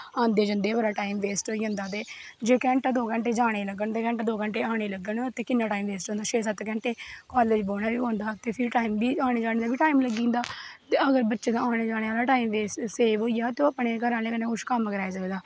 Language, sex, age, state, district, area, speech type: Dogri, female, 18-30, Jammu and Kashmir, Kathua, rural, spontaneous